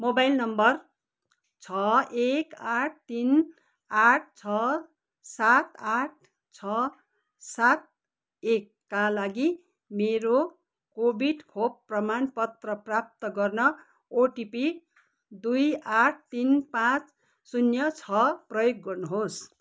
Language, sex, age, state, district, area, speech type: Nepali, female, 45-60, West Bengal, Kalimpong, rural, read